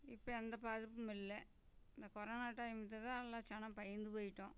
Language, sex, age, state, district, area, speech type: Tamil, female, 60+, Tamil Nadu, Namakkal, rural, spontaneous